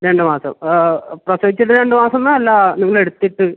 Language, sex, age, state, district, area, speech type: Malayalam, male, 18-30, Kerala, Kasaragod, rural, conversation